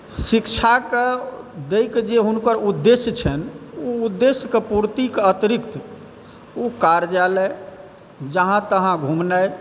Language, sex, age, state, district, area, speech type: Maithili, male, 45-60, Bihar, Supaul, rural, spontaneous